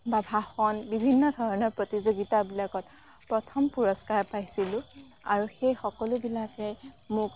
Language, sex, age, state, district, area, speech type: Assamese, female, 18-30, Assam, Morigaon, rural, spontaneous